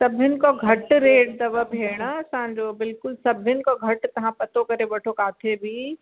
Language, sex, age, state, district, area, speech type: Sindhi, female, 30-45, Uttar Pradesh, Lucknow, urban, conversation